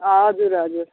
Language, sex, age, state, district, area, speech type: Nepali, female, 45-60, West Bengal, Jalpaiguri, urban, conversation